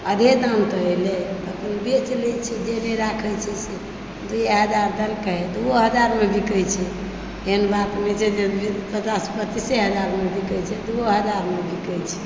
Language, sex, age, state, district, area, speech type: Maithili, female, 45-60, Bihar, Supaul, rural, spontaneous